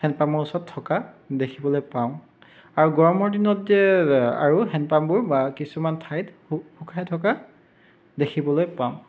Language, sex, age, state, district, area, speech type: Assamese, male, 30-45, Assam, Dibrugarh, rural, spontaneous